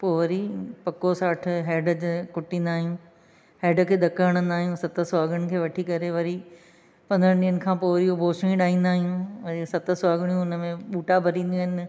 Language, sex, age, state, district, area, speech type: Sindhi, other, 60+, Maharashtra, Thane, urban, spontaneous